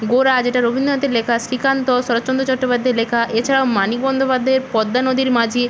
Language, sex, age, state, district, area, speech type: Bengali, female, 18-30, West Bengal, Purba Medinipur, rural, spontaneous